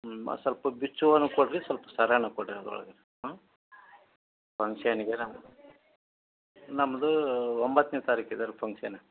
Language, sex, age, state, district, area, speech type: Kannada, male, 60+, Karnataka, Gadag, rural, conversation